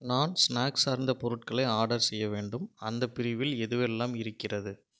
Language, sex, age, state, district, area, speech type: Tamil, male, 30-45, Tamil Nadu, Erode, rural, read